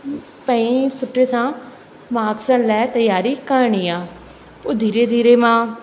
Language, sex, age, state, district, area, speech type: Sindhi, female, 18-30, Madhya Pradesh, Katni, rural, spontaneous